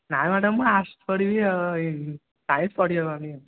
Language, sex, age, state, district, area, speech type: Odia, male, 18-30, Odisha, Khordha, rural, conversation